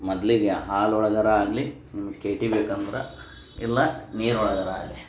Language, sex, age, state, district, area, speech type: Kannada, male, 30-45, Karnataka, Koppal, rural, spontaneous